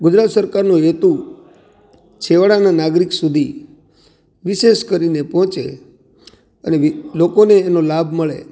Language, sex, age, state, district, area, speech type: Gujarati, male, 45-60, Gujarat, Amreli, rural, spontaneous